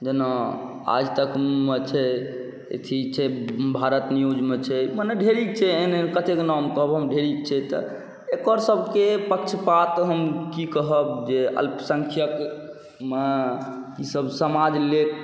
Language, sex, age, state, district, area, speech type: Maithili, male, 18-30, Bihar, Saharsa, rural, spontaneous